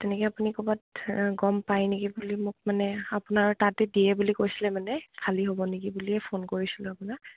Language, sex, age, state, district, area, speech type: Assamese, female, 18-30, Assam, Dibrugarh, rural, conversation